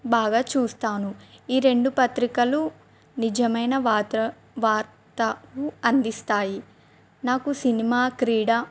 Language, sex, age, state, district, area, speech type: Telugu, female, 18-30, Telangana, Adilabad, rural, spontaneous